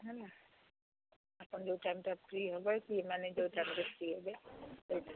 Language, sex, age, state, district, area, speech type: Odia, female, 60+, Odisha, Gajapati, rural, conversation